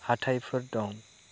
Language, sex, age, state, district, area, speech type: Bodo, male, 30-45, Assam, Chirang, rural, spontaneous